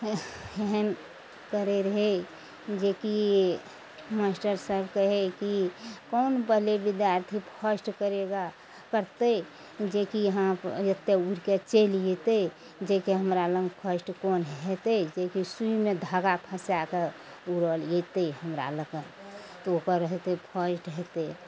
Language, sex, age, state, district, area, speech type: Maithili, female, 60+, Bihar, Araria, rural, spontaneous